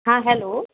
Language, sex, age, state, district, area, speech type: Sindhi, female, 45-60, Uttar Pradesh, Lucknow, urban, conversation